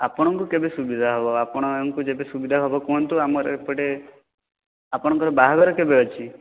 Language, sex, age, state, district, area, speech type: Odia, male, 18-30, Odisha, Jajpur, rural, conversation